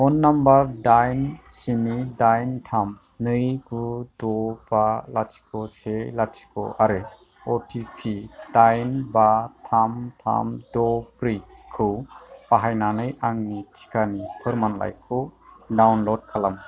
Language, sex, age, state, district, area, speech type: Bodo, male, 45-60, Assam, Kokrajhar, urban, read